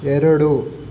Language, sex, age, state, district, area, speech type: Kannada, male, 30-45, Karnataka, Kolar, rural, read